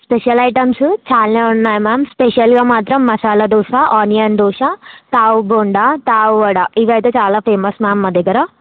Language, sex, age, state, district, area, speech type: Telugu, female, 18-30, Telangana, Sangareddy, urban, conversation